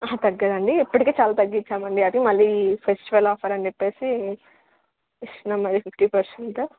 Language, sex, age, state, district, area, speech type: Telugu, female, 18-30, Telangana, Wanaparthy, urban, conversation